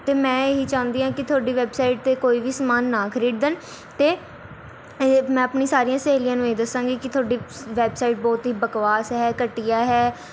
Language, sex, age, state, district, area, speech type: Punjabi, female, 18-30, Punjab, Mohali, rural, spontaneous